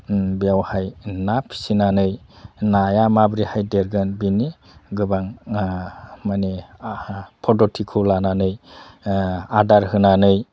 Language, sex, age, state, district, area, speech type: Bodo, male, 45-60, Assam, Udalguri, rural, spontaneous